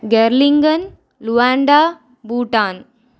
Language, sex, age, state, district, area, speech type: Telugu, female, 18-30, Telangana, Nirmal, urban, spontaneous